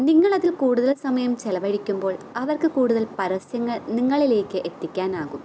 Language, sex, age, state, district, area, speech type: Malayalam, female, 18-30, Kerala, Kottayam, rural, spontaneous